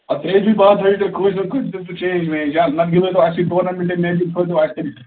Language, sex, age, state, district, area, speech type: Kashmiri, male, 45-60, Jammu and Kashmir, Bandipora, rural, conversation